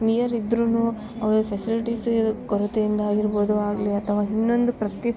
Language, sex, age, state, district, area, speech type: Kannada, female, 18-30, Karnataka, Bellary, rural, spontaneous